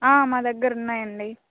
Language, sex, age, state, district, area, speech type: Telugu, female, 18-30, Telangana, Bhadradri Kothagudem, rural, conversation